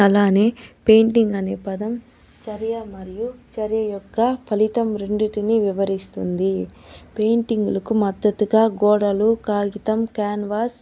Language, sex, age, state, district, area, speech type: Telugu, female, 30-45, Andhra Pradesh, Chittoor, urban, spontaneous